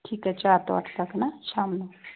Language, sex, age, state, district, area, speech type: Punjabi, female, 18-30, Punjab, Fazilka, rural, conversation